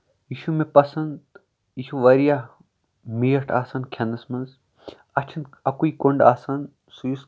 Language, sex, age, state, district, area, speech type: Kashmiri, male, 18-30, Jammu and Kashmir, Kupwara, rural, spontaneous